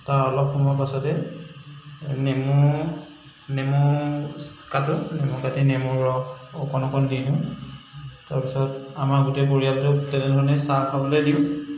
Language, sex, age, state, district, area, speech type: Assamese, male, 30-45, Assam, Dhemaji, rural, spontaneous